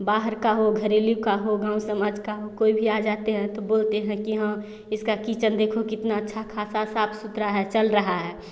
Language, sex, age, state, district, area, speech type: Hindi, female, 30-45, Bihar, Samastipur, rural, spontaneous